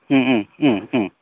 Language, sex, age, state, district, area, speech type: Bodo, male, 45-60, Assam, Baksa, rural, conversation